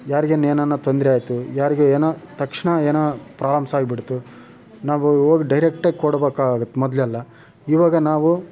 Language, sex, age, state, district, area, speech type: Kannada, male, 18-30, Karnataka, Chitradurga, rural, spontaneous